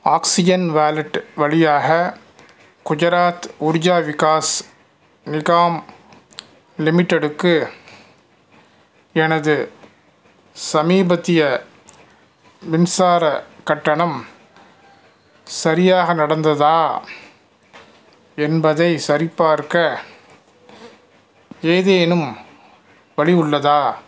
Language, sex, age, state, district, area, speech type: Tamil, male, 45-60, Tamil Nadu, Salem, rural, read